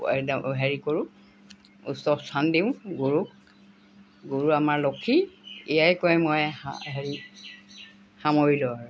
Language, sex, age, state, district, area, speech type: Assamese, female, 60+, Assam, Golaghat, rural, spontaneous